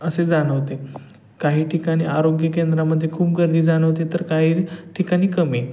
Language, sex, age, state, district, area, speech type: Marathi, male, 30-45, Maharashtra, Satara, urban, spontaneous